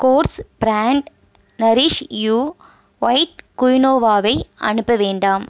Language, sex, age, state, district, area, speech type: Tamil, female, 18-30, Tamil Nadu, Erode, rural, read